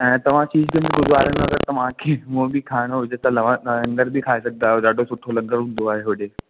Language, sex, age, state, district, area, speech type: Sindhi, male, 18-30, Delhi, South Delhi, urban, conversation